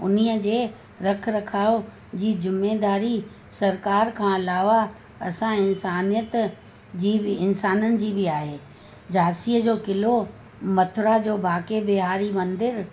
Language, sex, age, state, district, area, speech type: Sindhi, female, 60+, Uttar Pradesh, Lucknow, urban, spontaneous